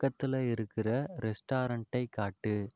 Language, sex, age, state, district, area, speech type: Tamil, male, 45-60, Tamil Nadu, Ariyalur, rural, read